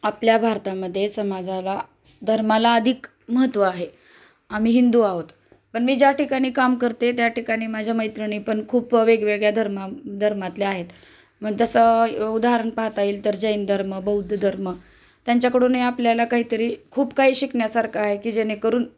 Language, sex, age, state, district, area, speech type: Marathi, female, 30-45, Maharashtra, Osmanabad, rural, spontaneous